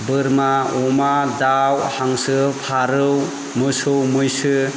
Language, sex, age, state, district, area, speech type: Bodo, male, 30-45, Assam, Kokrajhar, rural, spontaneous